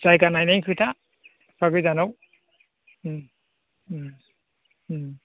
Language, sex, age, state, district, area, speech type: Bodo, male, 60+, Assam, Chirang, rural, conversation